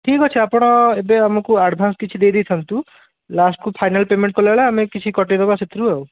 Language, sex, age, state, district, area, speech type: Odia, male, 45-60, Odisha, Bhadrak, rural, conversation